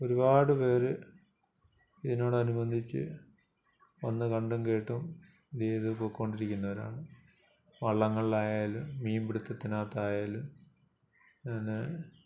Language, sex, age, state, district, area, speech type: Malayalam, male, 45-60, Kerala, Alappuzha, rural, spontaneous